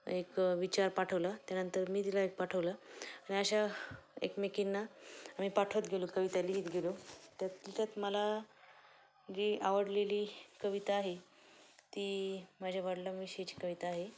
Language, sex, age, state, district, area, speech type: Marathi, female, 30-45, Maharashtra, Ahmednagar, rural, spontaneous